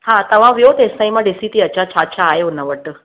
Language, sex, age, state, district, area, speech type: Sindhi, female, 30-45, Maharashtra, Mumbai Suburban, urban, conversation